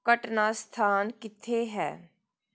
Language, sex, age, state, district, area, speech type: Punjabi, female, 45-60, Punjab, Gurdaspur, urban, read